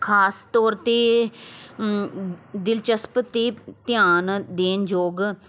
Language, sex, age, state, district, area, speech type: Punjabi, female, 30-45, Punjab, Tarn Taran, urban, spontaneous